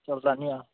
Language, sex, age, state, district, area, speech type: Dogri, male, 18-30, Jammu and Kashmir, Kathua, rural, conversation